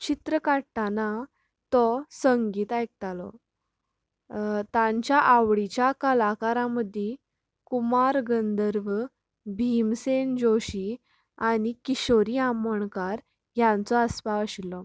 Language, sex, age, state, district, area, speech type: Goan Konkani, female, 18-30, Goa, Canacona, rural, spontaneous